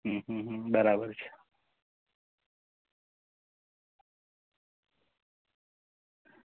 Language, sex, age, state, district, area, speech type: Gujarati, male, 30-45, Gujarat, Valsad, urban, conversation